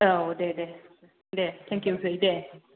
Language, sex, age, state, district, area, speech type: Bodo, female, 45-60, Assam, Kokrajhar, rural, conversation